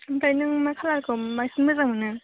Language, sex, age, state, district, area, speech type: Bodo, female, 18-30, Assam, Chirang, urban, conversation